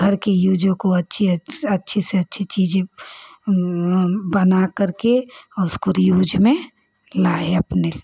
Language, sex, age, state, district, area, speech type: Hindi, female, 30-45, Uttar Pradesh, Ghazipur, rural, spontaneous